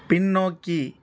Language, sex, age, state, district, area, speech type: Tamil, male, 30-45, Tamil Nadu, Cuddalore, urban, read